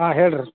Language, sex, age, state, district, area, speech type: Kannada, male, 45-60, Karnataka, Belgaum, rural, conversation